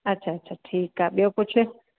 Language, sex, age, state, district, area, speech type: Sindhi, female, 45-60, Rajasthan, Ajmer, urban, conversation